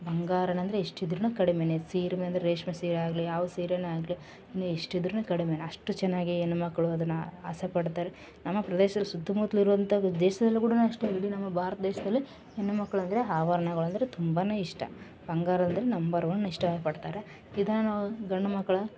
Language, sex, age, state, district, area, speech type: Kannada, female, 18-30, Karnataka, Vijayanagara, rural, spontaneous